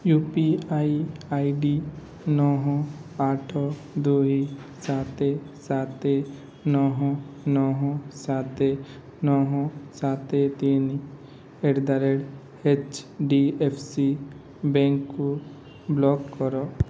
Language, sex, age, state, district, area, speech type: Odia, male, 18-30, Odisha, Rayagada, rural, read